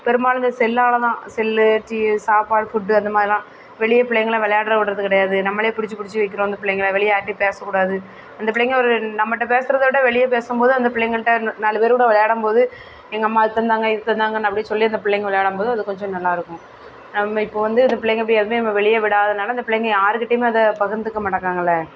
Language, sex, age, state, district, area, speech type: Tamil, female, 30-45, Tamil Nadu, Thoothukudi, urban, spontaneous